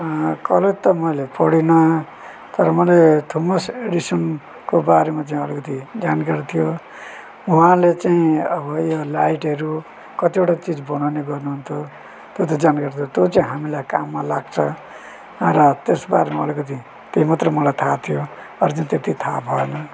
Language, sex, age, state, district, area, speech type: Nepali, male, 45-60, West Bengal, Darjeeling, rural, spontaneous